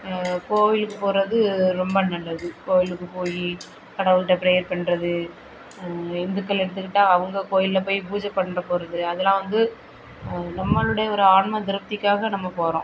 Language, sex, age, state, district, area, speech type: Tamil, female, 30-45, Tamil Nadu, Thoothukudi, urban, spontaneous